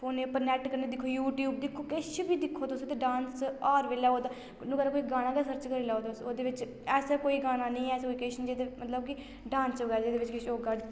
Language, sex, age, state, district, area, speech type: Dogri, female, 18-30, Jammu and Kashmir, Reasi, rural, spontaneous